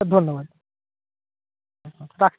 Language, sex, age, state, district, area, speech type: Bengali, male, 18-30, West Bengal, Purba Medinipur, rural, conversation